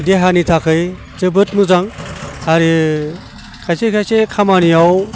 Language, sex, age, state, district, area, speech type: Bodo, male, 60+, Assam, Baksa, urban, spontaneous